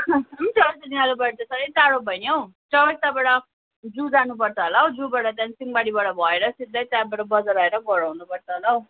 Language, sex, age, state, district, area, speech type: Nepali, female, 18-30, West Bengal, Darjeeling, rural, conversation